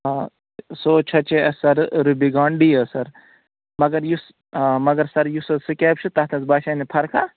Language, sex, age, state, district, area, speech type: Kashmiri, male, 18-30, Jammu and Kashmir, Bandipora, rural, conversation